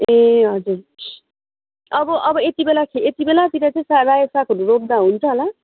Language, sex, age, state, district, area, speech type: Nepali, female, 45-60, West Bengal, Darjeeling, rural, conversation